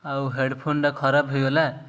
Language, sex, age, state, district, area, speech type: Odia, male, 18-30, Odisha, Ganjam, urban, spontaneous